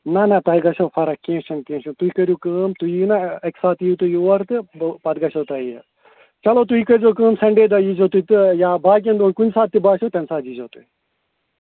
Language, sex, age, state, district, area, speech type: Kashmiri, male, 45-60, Jammu and Kashmir, Srinagar, urban, conversation